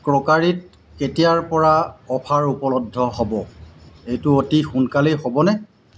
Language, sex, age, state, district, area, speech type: Assamese, male, 45-60, Assam, Golaghat, urban, read